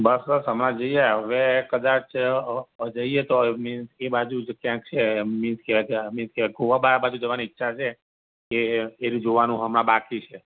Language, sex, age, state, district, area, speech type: Gujarati, male, 45-60, Gujarat, Ahmedabad, urban, conversation